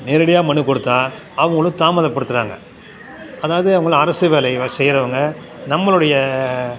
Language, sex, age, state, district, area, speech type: Tamil, male, 60+, Tamil Nadu, Cuddalore, urban, spontaneous